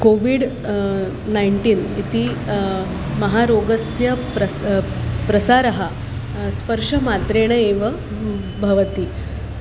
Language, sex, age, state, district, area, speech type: Sanskrit, female, 30-45, Maharashtra, Nagpur, urban, spontaneous